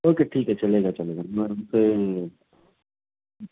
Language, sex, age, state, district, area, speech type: Urdu, male, 30-45, Maharashtra, Nashik, urban, conversation